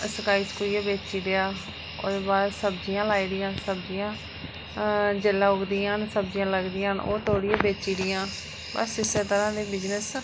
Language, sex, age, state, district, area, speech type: Dogri, female, 30-45, Jammu and Kashmir, Reasi, rural, spontaneous